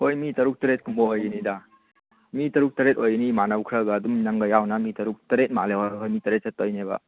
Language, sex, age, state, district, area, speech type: Manipuri, male, 18-30, Manipur, Chandel, rural, conversation